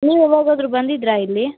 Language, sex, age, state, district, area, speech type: Kannada, female, 18-30, Karnataka, Davanagere, rural, conversation